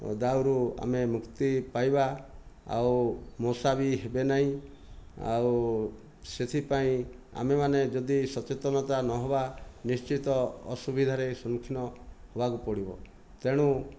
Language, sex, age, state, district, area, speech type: Odia, male, 60+, Odisha, Kandhamal, rural, spontaneous